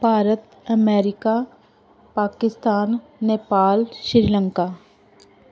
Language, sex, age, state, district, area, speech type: Punjabi, female, 30-45, Punjab, Pathankot, rural, spontaneous